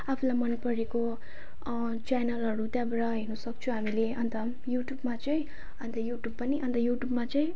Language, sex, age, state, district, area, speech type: Nepali, female, 18-30, West Bengal, Jalpaiguri, urban, spontaneous